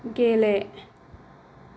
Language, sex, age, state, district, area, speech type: Bodo, female, 30-45, Assam, Kokrajhar, rural, read